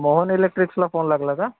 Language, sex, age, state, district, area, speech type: Marathi, male, 30-45, Maharashtra, Akola, rural, conversation